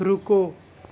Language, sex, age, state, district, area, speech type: Urdu, male, 60+, Maharashtra, Nashik, urban, read